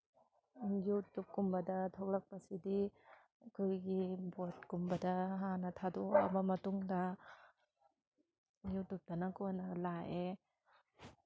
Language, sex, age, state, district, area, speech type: Manipuri, female, 30-45, Manipur, Imphal East, rural, spontaneous